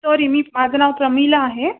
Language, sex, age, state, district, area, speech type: Marathi, female, 45-60, Maharashtra, Yavatmal, urban, conversation